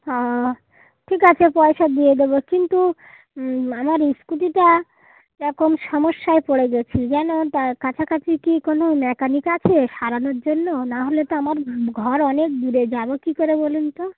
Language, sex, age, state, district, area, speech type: Bengali, female, 45-60, West Bengal, Dakshin Dinajpur, urban, conversation